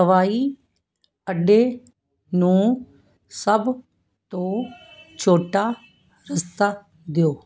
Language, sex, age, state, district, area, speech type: Punjabi, female, 60+, Punjab, Fazilka, rural, read